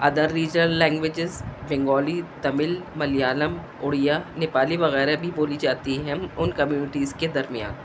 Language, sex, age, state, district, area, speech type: Urdu, female, 45-60, Delhi, South Delhi, urban, spontaneous